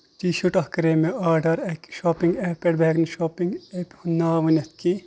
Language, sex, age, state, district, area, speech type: Kashmiri, male, 18-30, Jammu and Kashmir, Kupwara, rural, spontaneous